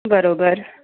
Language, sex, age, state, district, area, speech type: Marathi, female, 30-45, Maharashtra, Yavatmal, rural, conversation